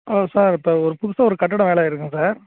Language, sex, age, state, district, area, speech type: Tamil, male, 30-45, Tamil Nadu, Salem, urban, conversation